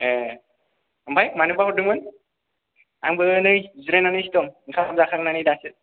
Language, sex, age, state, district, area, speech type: Bodo, male, 18-30, Assam, Kokrajhar, rural, conversation